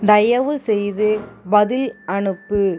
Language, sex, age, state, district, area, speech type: Tamil, female, 30-45, Tamil Nadu, Perambalur, rural, read